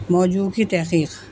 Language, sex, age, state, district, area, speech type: Urdu, female, 60+, Delhi, North East Delhi, urban, spontaneous